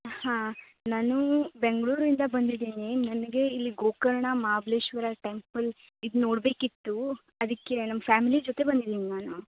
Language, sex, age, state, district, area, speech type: Kannada, female, 30-45, Karnataka, Uttara Kannada, rural, conversation